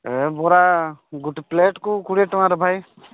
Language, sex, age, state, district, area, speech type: Odia, male, 45-60, Odisha, Nabarangpur, rural, conversation